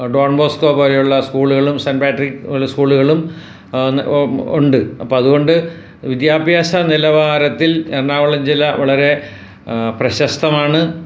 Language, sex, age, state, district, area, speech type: Malayalam, male, 60+, Kerala, Ernakulam, rural, spontaneous